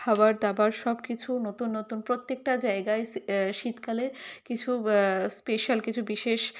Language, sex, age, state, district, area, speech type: Bengali, female, 18-30, West Bengal, Kolkata, urban, spontaneous